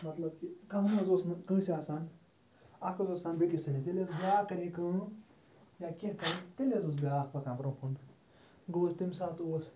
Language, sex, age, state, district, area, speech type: Kashmiri, male, 30-45, Jammu and Kashmir, Bandipora, rural, spontaneous